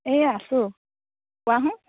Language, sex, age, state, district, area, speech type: Assamese, female, 30-45, Assam, Lakhimpur, rural, conversation